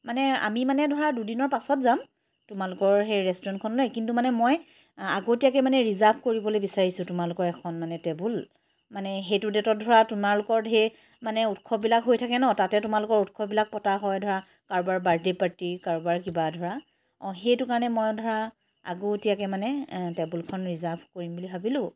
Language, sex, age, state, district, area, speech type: Assamese, female, 30-45, Assam, Charaideo, urban, spontaneous